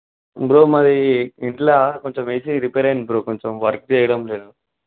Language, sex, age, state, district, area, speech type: Telugu, male, 18-30, Telangana, Vikarabad, rural, conversation